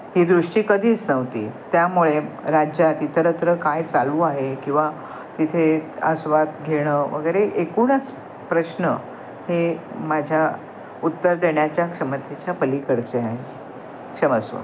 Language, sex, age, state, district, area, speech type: Marathi, female, 60+, Maharashtra, Thane, urban, spontaneous